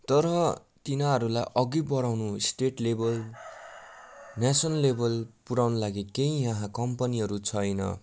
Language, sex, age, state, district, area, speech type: Nepali, male, 45-60, West Bengal, Darjeeling, rural, spontaneous